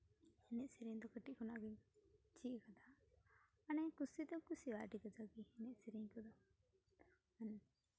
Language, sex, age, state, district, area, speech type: Santali, female, 18-30, West Bengal, Uttar Dinajpur, rural, spontaneous